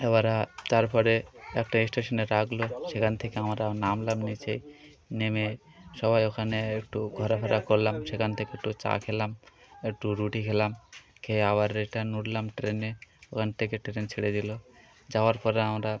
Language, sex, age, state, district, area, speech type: Bengali, male, 30-45, West Bengal, Birbhum, urban, spontaneous